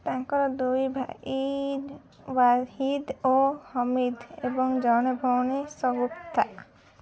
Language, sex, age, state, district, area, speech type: Odia, female, 18-30, Odisha, Kendujhar, urban, read